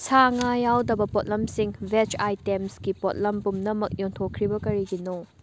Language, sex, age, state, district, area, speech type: Manipuri, female, 18-30, Manipur, Thoubal, rural, read